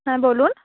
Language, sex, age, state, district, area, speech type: Bengali, female, 18-30, West Bengal, Purba Medinipur, rural, conversation